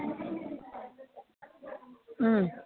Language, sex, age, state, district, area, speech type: Tamil, female, 45-60, Tamil Nadu, Nilgiris, rural, conversation